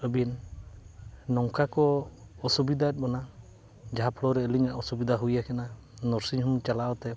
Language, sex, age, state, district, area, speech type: Santali, male, 45-60, Odisha, Mayurbhanj, rural, spontaneous